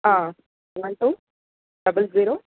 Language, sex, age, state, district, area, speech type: Tamil, female, 30-45, Tamil Nadu, Chennai, urban, conversation